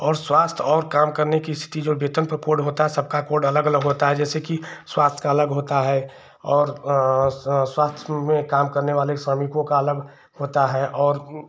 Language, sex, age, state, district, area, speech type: Hindi, male, 30-45, Uttar Pradesh, Chandauli, urban, spontaneous